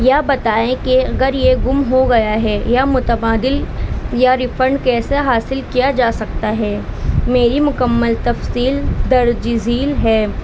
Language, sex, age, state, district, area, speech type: Urdu, female, 30-45, Uttar Pradesh, Balrampur, rural, spontaneous